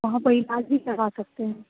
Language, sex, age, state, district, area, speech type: Hindi, female, 18-30, Bihar, Begusarai, rural, conversation